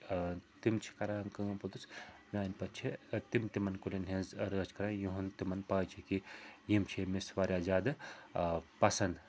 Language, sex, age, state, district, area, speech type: Kashmiri, male, 30-45, Jammu and Kashmir, Srinagar, urban, spontaneous